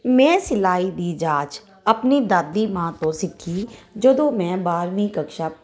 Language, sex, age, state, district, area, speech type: Punjabi, female, 30-45, Punjab, Kapurthala, urban, spontaneous